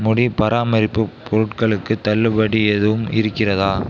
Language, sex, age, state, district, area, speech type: Tamil, male, 18-30, Tamil Nadu, Mayiladuthurai, rural, read